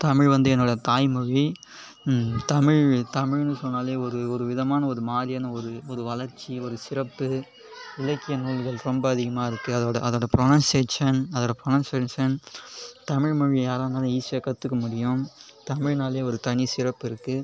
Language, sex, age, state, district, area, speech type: Tamil, male, 18-30, Tamil Nadu, Cuddalore, rural, spontaneous